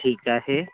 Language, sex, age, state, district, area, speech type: Marathi, male, 30-45, Maharashtra, Nagpur, urban, conversation